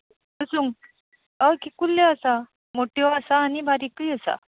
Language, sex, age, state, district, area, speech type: Goan Konkani, female, 30-45, Goa, Bardez, urban, conversation